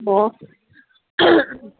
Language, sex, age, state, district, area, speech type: Manipuri, female, 30-45, Manipur, Kakching, rural, conversation